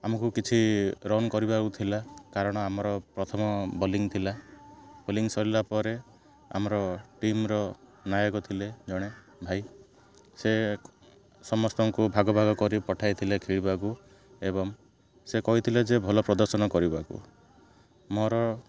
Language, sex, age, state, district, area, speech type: Odia, male, 18-30, Odisha, Ganjam, urban, spontaneous